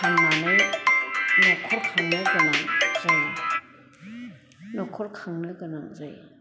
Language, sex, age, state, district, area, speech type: Bodo, female, 60+, Assam, Chirang, rural, spontaneous